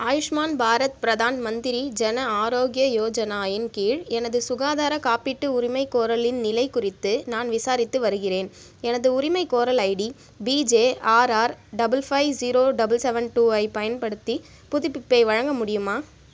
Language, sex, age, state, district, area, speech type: Tamil, female, 18-30, Tamil Nadu, Vellore, urban, read